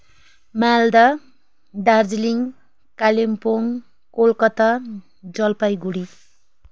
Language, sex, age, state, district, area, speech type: Nepali, female, 30-45, West Bengal, Darjeeling, rural, spontaneous